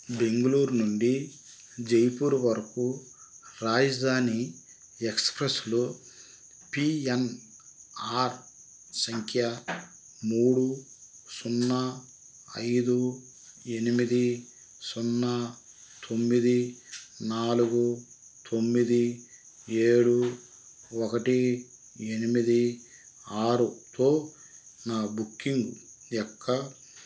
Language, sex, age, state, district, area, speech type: Telugu, male, 45-60, Andhra Pradesh, Krishna, rural, read